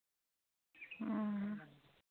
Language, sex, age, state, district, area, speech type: Santali, female, 18-30, West Bengal, Uttar Dinajpur, rural, conversation